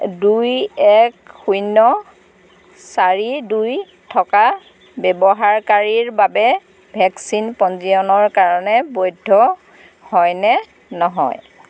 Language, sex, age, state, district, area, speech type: Assamese, female, 45-60, Assam, Golaghat, rural, read